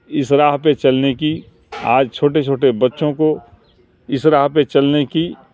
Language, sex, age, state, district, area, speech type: Urdu, male, 60+, Bihar, Supaul, rural, spontaneous